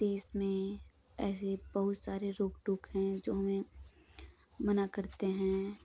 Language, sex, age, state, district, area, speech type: Hindi, female, 18-30, Uttar Pradesh, Prayagraj, rural, spontaneous